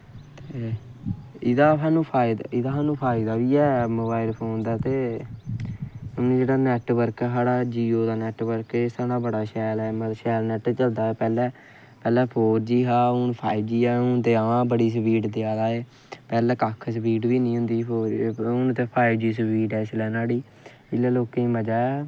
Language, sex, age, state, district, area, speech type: Dogri, male, 18-30, Jammu and Kashmir, Kathua, rural, spontaneous